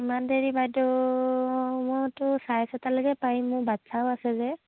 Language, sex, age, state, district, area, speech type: Assamese, female, 45-60, Assam, Dibrugarh, rural, conversation